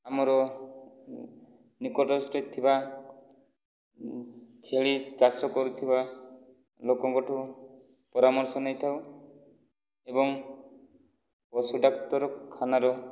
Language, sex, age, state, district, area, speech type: Odia, male, 18-30, Odisha, Kandhamal, rural, spontaneous